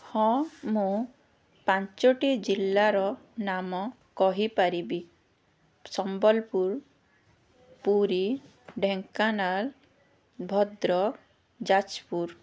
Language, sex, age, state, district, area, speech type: Odia, female, 30-45, Odisha, Puri, urban, spontaneous